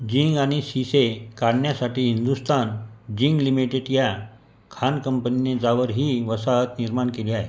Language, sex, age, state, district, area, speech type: Marathi, male, 45-60, Maharashtra, Buldhana, rural, read